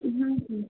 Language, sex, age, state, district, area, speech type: Hindi, female, 45-60, Madhya Pradesh, Balaghat, rural, conversation